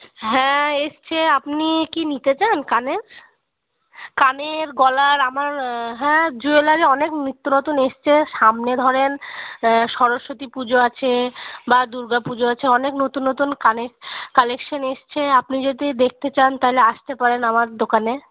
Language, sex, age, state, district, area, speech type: Bengali, female, 30-45, West Bengal, Murshidabad, urban, conversation